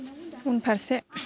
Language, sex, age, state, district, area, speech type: Bodo, female, 30-45, Assam, Kokrajhar, urban, read